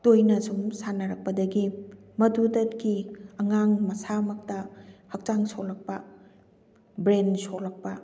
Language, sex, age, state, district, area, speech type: Manipuri, female, 45-60, Manipur, Kakching, rural, spontaneous